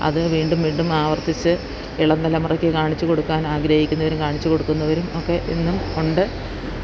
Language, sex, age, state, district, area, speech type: Malayalam, female, 60+, Kerala, Idukki, rural, spontaneous